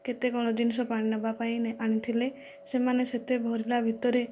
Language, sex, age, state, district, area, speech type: Odia, female, 45-60, Odisha, Kandhamal, rural, spontaneous